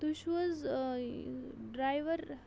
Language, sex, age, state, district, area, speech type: Kashmiri, female, 60+, Jammu and Kashmir, Bandipora, rural, spontaneous